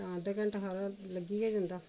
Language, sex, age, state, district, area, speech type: Dogri, female, 45-60, Jammu and Kashmir, Reasi, rural, spontaneous